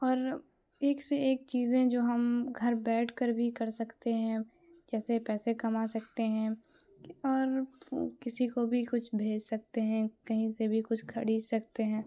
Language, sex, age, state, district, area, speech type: Urdu, female, 18-30, Bihar, Khagaria, rural, spontaneous